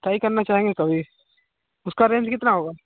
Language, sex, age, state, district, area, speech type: Hindi, male, 18-30, Bihar, Vaishali, rural, conversation